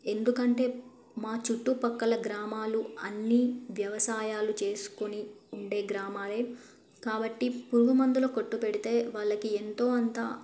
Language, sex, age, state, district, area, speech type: Telugu, female, 18-30, Telangana, Bhadradri Kothagudem, rural, spontaneous